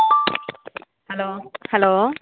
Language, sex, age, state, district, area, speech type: Dogri, female, 18-30, Jammu and Kashmir, Samba, urban, conversation